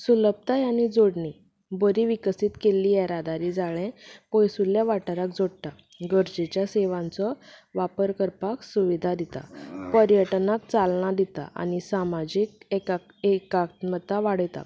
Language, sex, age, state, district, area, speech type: Goan Konkani, female, 18-30, Goa, Canacona, rural, spontaneous